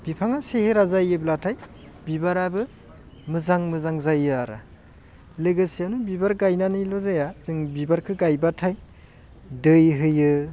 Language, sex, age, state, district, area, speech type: Bodo, male, 30-45, Assam, Baksa, urban, spontaneous